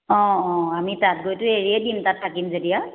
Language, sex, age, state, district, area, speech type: Assamese, female, 30-45, Assam, Lakhimpur, rural, conversation